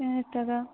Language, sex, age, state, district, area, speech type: Bengali, female, 18-30, West Bengal, Jhargram, rural, conversation